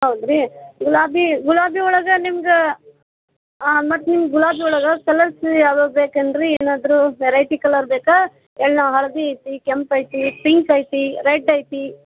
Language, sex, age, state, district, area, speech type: Kannada, female, 30-45, Karnataka, Gadag, rural, conversation